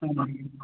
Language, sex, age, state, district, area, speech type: Sanskrit, male, 45-60, Tamil Nadu, Tiruvannamalai, urban, conversation